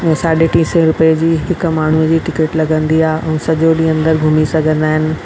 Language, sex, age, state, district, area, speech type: Sindhi, female, 45-60, Delhi, South Delhi, urban, spontaneous